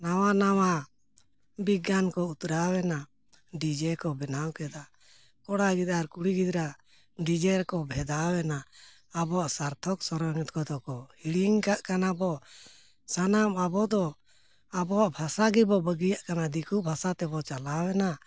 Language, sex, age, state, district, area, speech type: Santali, male, 60+, Jharkhand, Bokaro, rural, spontaneous